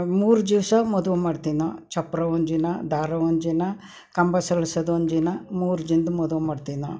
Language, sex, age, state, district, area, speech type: Kannada, female, 60+, Karnataka, Mysore, rural, spontaneous